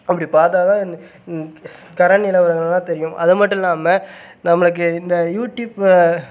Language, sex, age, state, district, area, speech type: Tamil, male, 18-30, Tamil Nadu, Sivaganga, rural, spontaneous